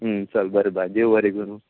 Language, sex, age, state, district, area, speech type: Goan Konkani, male, 45-60, Goa, Tiswadi, rural, conversation